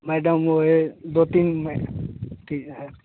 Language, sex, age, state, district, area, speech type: Hindi, male, 18-30, Bihar, Samastipur, urban, conversation